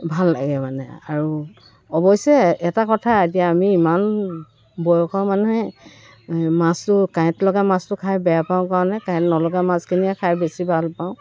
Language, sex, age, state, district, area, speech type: Assamese, female, 60+, Assam, Dibrugarh, rural, spontaneous